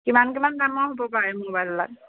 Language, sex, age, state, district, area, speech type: Assamese, female, 30-45, Assam, Dhemaji, rural, conversation